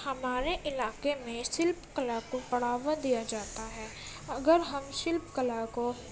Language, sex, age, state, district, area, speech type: Urdu, female, 18-30, Uttar Pradesh, Gautam Buddha Nagar, urban, spontaneous